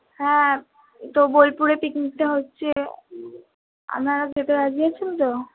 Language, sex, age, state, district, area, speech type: Bengali, female, 18-30, West Bengal, Purba Bardhaman, urban, conversation